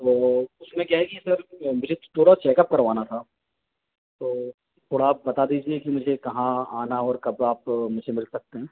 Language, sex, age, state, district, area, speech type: Hindi, male, 30-45, Madhya Pradesh, Hoshangabad, rural, conversation